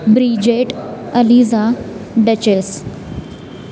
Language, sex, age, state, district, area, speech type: Marathi, female, 18-30, Maharashtra, Kolhapur, urban, spontaneous